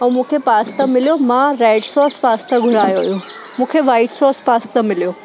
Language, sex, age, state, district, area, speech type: Sindhi, female, 30-45, Delhi, South Delhi, urban, spontaneous